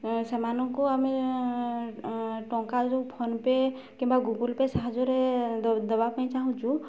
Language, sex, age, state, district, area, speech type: Odia, female, 18-30, Odisha, Mayurbhanj, rural, spontaneous